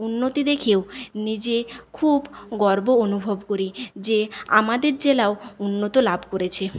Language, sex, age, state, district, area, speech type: Bengali, female, 30-45, West Bengal, Paschim Medinipur, rural, spontaneous